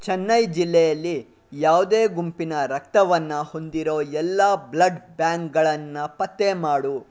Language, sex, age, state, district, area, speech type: Kannada, male, 45-60, Karnataka, Chitradurga, rural, read